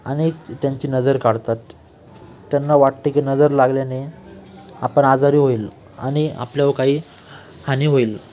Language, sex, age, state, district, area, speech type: Marathi, male, 18-30, Maharashtra, Nashik, urban, spontaneous